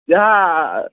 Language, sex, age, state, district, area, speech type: Odia, male, 18-30, Odisha, Sambalpur, rural, conversation